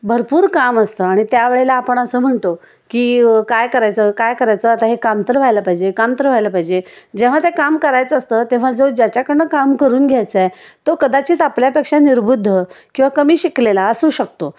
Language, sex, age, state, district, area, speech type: Marathi, female, 60+, Maharashtra, Kolhapur, urban, spontaneous